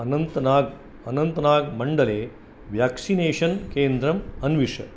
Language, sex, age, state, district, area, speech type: Sanskrit, male, 60+, Karnataka, Dharwad, rural, read